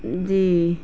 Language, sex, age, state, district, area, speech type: Urdu, female, 30-45, Bihar, Madhubani, rural, spontaneous